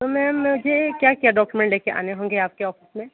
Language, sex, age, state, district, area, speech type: Hindi, female, 18-30, Uttar Pradesh, Sonbhadra, rural, conversation